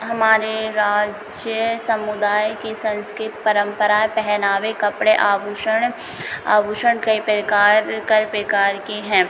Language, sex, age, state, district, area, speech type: Hindi, female, 30-45, Madhya Pradesh, Hoshangabad, rural, spontaneous